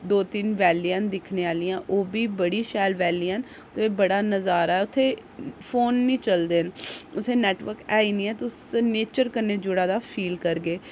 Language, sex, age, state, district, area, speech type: Dogri, female, 30-45, Jammu and Kashmir, Jammu, urban, spontaneous